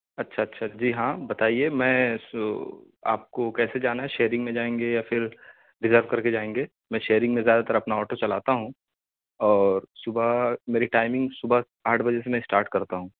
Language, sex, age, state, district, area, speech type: Urdu, male, 18-30, Uttar Pradesh, Siddharthnagar, rural, conversation